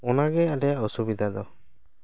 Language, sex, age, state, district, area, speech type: Santali, male, 18-30, West Bengal, Bankura, rural, spontaneous